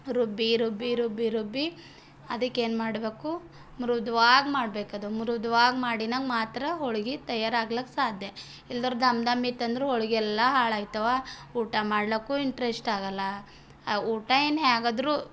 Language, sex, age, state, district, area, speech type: Kannada, female, 18-30, Karnataka, Bidar, urban, spontaneous